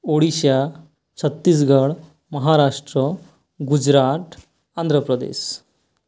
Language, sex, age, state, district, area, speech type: Odia, male, 18-30, Odisha, Nuapada, urban, spontaneous